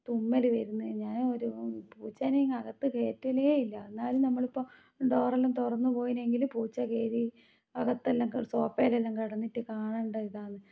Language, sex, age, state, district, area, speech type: Malayalam, female, 30-45, Kerala, Kannur, rural, spontaneous